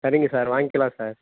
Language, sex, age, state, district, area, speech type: Tamil, male, 18-30, Tamil Nadu, Perambalur, rural, conversation